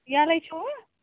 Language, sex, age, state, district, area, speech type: Kashmiri, female, 30-45, Jammu and Kashmir, Bandipora, rural, conversation